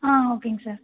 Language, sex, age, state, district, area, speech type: Tamil, female, 30-45, Tamil Nadu, Ariyalur, rural, conversation